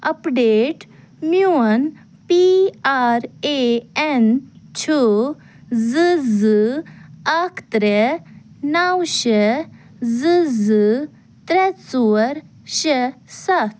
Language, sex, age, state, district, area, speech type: Kashmiri, female, 18-30, Jammu and Kashmir, Ganderbal, rural, read